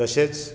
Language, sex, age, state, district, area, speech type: Goan Konkani, male, 60+, Goa, Bardez, rural, spontaneous